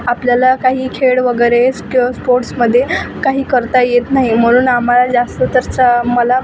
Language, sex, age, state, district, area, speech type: Marathi, female, 18-30, Maharashtra, Wardha, rural, spontaneous